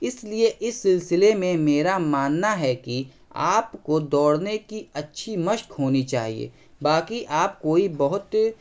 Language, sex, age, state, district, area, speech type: Urdu, male, 30-45, Bihar, Araria, rural, spontaneous